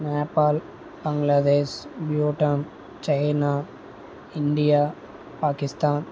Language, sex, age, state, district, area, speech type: Telugu, male, 60+, Andhra Pradesh, Vizianagaram, rural, spontaneous